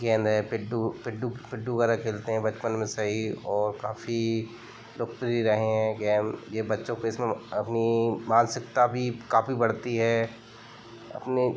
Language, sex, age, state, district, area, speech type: Hindi, male, 30-45, Madhya Pradesh, Hoshangabad, urban, spontaneous